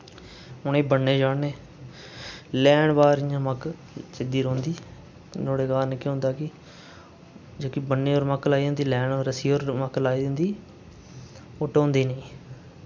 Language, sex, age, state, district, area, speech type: Dogri, male, 30-45, Jammu and Kashmir, Reasi, rural, spontaneous